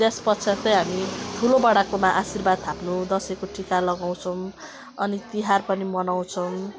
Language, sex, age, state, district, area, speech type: Nepali, female, 45-60, West Bengal, Jalpaiguri, urban, spontaneous